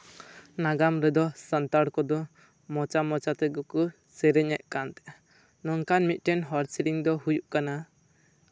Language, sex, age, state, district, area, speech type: Santali, male, 18-30, West Bengal, Purba Bardhaman, rural, spontaneous